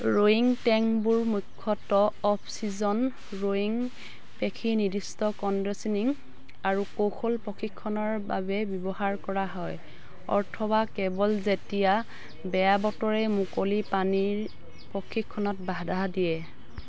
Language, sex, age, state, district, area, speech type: Assamese, female, 45-60, Assam, Dhemaji, urban, read